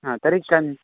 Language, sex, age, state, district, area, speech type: Sanskrit, male, 18-30, Karnataka, Chikkamagaluru, rural, conversation